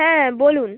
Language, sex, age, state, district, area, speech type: Bengali, female, 18-30, West Bengal, Uttar Dinajpur, urban, conversation